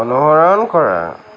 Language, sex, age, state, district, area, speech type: Assamese, male, 45-60, Assam, Lakhimpur, rural, read